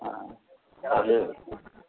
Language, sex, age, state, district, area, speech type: Bengali, male, 60+, West Bengal, Uttar Dinajpur, urban, conversation